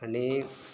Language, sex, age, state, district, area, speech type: Goan Konkani, male, 30-45, Goa, Canacona, rural, spontaneous